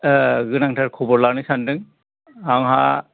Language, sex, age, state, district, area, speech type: Bodo, male, 60+, Assam, Kokrajhar, rural, conversation